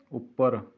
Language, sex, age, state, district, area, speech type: Punjabi, male, 45-60, Punjab, Rupnagar, urban, read